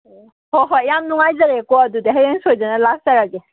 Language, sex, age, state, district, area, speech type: Manipuri, female, 18-30, Manipur, Kakching, rural, conversation